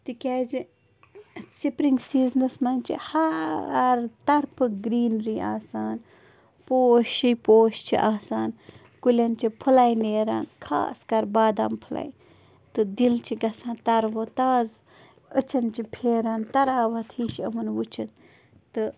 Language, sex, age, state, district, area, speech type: Kashmiri, female, 30-45, Jammu and Kashmir, Bandipora, rural, spontaneous